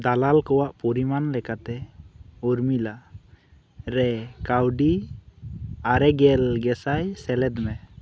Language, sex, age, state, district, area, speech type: Santali, male, 18-30, West Bengal, Bankura, rural, read